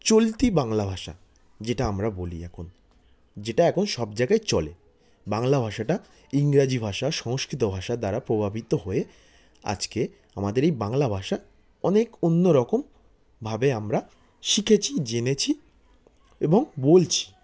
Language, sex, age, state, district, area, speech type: Bengali, male, 30-45, West Bengal, South 24 Parganas, rural, spontaneous